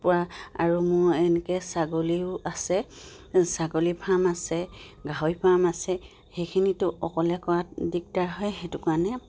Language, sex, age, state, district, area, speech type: Assamese, female, 45-60, Assam, Dibrugarh, rural, spontaneous